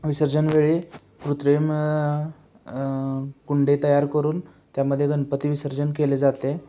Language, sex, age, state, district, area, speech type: Marathi, male, 18-30, Maharashtra, Sangli, urban, spontaneous